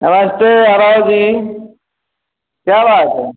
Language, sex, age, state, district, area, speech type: Hindi, male, 60+, Uttar Pradesh, Ayodhya, rural, conversation